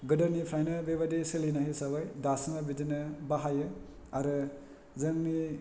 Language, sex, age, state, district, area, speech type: Bodo, male, 30-45, Assam, Chirang, urban, spontaneous